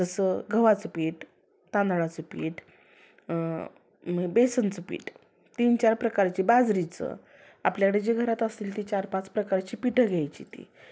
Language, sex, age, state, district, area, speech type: Marathi, female, 30-45, Maharashtra, Sangli, rural, spontaneous